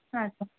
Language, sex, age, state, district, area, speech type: Kannada, female, 18-30, Karnataka, Bidar, urban, conversation